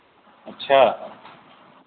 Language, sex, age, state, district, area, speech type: Hindi, male, 30-45, Uttar Pradesh, Hardoi, rural, conversation